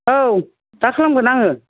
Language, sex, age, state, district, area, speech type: Bodo, female, 60+, Assam, Udalguri, rural, conversation